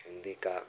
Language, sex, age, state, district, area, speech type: Hindi, male, 45-60, Uttar Pradesh, Mau, rural, spontaneous